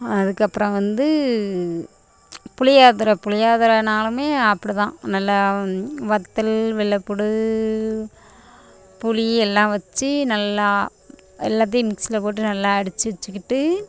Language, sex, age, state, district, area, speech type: Tamil, female, 30-45, Tamil Nadu, Thoothukudi, rural, spontaneous